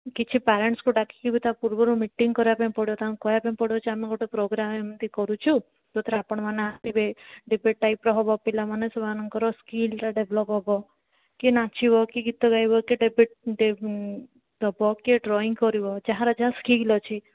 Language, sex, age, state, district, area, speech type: Odia, female, 30-45, Odisha, Kalahandi, rural, conversation